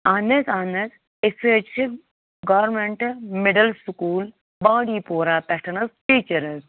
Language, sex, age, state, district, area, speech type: Kashmiri, female, 45-60, Jammu and Kashmir, Bandipora, rural, conversation